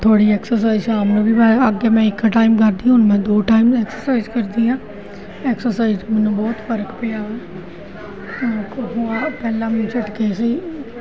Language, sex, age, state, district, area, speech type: Punjabi, female, 45-60, Punjab, Gurdaspur, urban, spontaneous